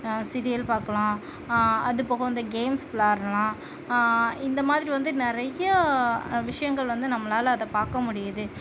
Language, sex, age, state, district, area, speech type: Tamil, female, 30-45, Tamil Nadu, Tiruvarur, urban, spontaneous